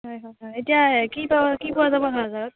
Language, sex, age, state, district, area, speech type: Assamese, female, 60+, Assam, Darrang, rural, conversation